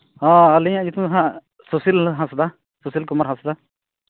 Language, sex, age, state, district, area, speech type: Santali, male, 30-45, Jharkhand, East Singhbhum, rural, conversation